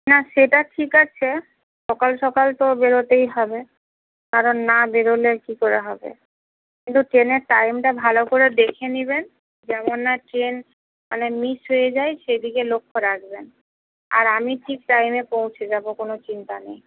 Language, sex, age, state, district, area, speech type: Bengali, female, 45-60, West Bengal, Purba Medinipur, rural, conversation